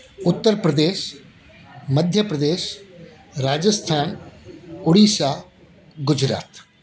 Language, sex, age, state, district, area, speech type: Sindhi, male, 60+, Delhi, South Delhi, urban, spontaneous